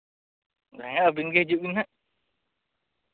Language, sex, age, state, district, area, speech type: Santali, male, 18-30, Jharkhand, East Singhbhum, rural, conversation